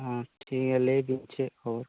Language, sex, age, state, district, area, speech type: Santali, male, 18-30, West Bengal, Bankura, rural, conversation